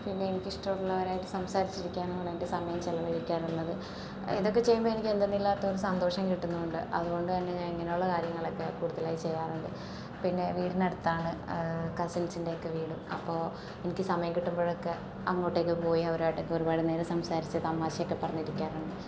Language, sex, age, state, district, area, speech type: Malayalam, female, 18-30, Kerala, Kottayam, rural, spontaneous